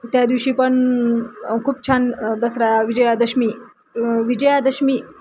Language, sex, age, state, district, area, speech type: Marathi, female, 30-45, Maharashtra, Nanded, rural, spontaneous